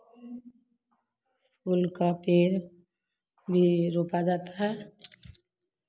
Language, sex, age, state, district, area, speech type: Hindi, female, 30-45, Bihar, Samastipur, rural, spontaneous